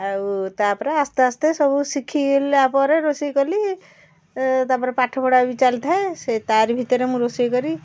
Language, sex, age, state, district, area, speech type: Odia, female, 45-60, Odisha, Puri, urban, spontaneous